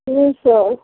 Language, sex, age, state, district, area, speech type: Maithili, female, 45-60, Bihar, Araria, rural, conversation